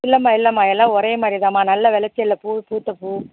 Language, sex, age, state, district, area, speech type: Tamil, female, 60+, Tamil Nadu, Mayiladuthurai, urban, conversation